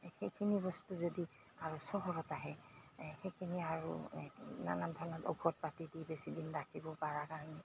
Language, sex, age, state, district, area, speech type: Assamese, female, 45-60, Assam, Goalpara, urban, spontaneous